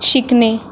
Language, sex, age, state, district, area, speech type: Marathi, female, 18-30, Maharashtra, Nagpur, urban, read